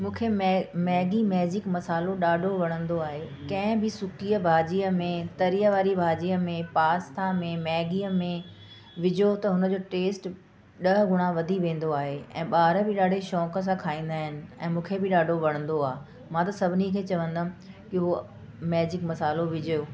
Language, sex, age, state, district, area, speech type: Sindhi, female, 45-60, Delhi, South Delhi, urban, spontaneous